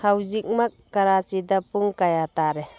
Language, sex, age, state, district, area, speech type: Manipuri, female, 45-60, Manipur, Churachandpur, urban, read